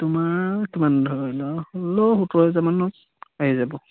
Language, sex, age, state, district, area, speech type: Assamese, male, 18-30, Assam, Charaideo, rural, conversation